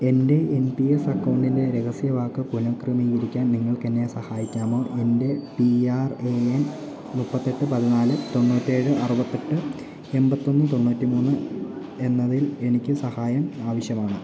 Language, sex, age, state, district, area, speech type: Malayalam, male, 18-30, Kerala, Idukki, rural, read